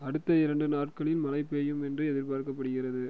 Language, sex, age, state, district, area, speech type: Tamil, male, 18-30, Tamil Nadu, Erode, rural, read